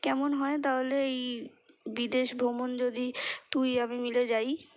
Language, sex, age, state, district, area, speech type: Bengali, female, 18-30, West Bengal, Kolkata, urban, spontaneous